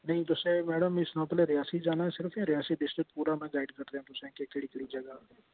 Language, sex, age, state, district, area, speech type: Dogri, male, 45-60, Jammu and Kashmir, Reasi, urban, conversation